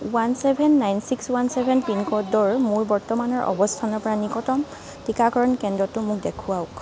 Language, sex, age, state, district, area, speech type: Assamese, female, 45-60, Assam, Nagaon, rural, read